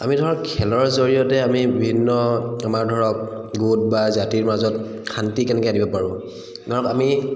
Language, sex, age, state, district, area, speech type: Assamese, male, 30-45, Assam, Charaideo, urban, spontaneous